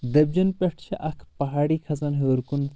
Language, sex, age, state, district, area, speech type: Kashmiri, male, 30-45, Jammu and Kashmir, Shopian, urban, spontaneous